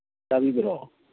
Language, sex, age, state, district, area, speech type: Manipuri, male, 60+, Manipur, Churachandpur, urban, conversation